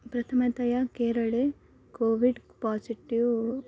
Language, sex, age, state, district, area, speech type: Sanskrit, female, 18-30, Kerala, Kasaragod, rural, spontaneous